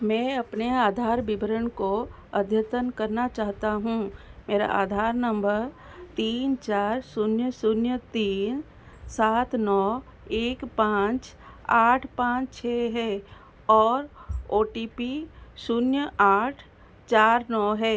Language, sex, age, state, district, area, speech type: Hindi, female, 45-60, Madhya Pradesh, Seoni, rural, read